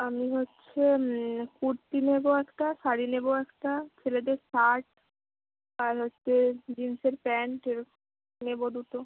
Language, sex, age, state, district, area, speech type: Bengali, female, 18-30, West Bengal, Bankura, rural, conversation